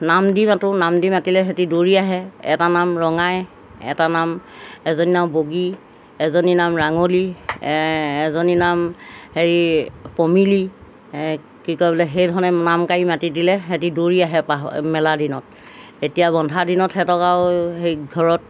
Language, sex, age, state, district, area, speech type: Assamese, female, 60+, Assam, Golaghat, urban, spontaneous